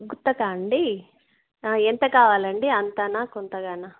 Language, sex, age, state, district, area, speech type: Telugu, female, 30-45, Andhra Pradesh, Kadapa, urban, conversation